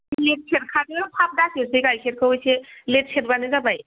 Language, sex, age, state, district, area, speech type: Bodo, female, 30-45, Assam, Kokrajhar, rural, conversation